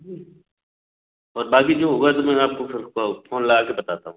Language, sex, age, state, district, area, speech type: Hindi, male, 45-60, Madhya Pradesh, Gwalior, rural, conversation